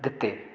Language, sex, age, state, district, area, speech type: Punjabi, male, 45-60, Punjab, Jalandhar, urban, spontaneous